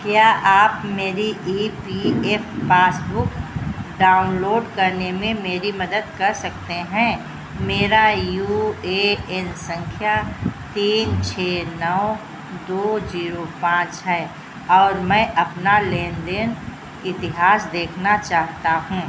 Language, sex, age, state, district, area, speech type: Hindi, female, 60+, Uttar Pradesh, Sitapur, rural, read